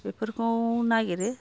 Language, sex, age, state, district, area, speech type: Bodo, female, 60+, Assam, Kokrajhar, rural, spontaneous